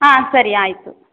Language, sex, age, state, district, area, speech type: Kannada, female, 18-30, Karnataka, Davanagere, rural, conversation